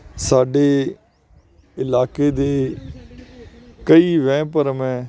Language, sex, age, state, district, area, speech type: Punjabi, male, 45-60, Punjab, Faridkot, urban, spontaneous